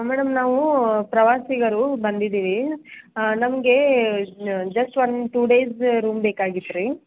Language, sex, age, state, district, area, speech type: Kannada, female, 30-45, Karnataka, Belgaum, rural, conversation